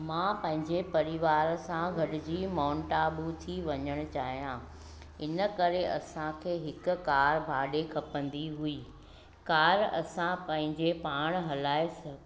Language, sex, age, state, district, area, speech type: Sindhi, female, 45-60, Gujarat, Junagadh, rural, spontaneous